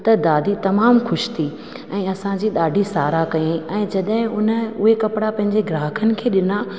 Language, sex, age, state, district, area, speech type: Sindhi, female, 30-45, Rajasthan, Ajmer, urban, spontaneous